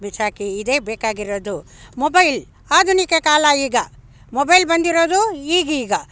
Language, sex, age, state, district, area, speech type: Kannada, female, 60+, Karnataka, Bangalore Rural, rural, spontaneous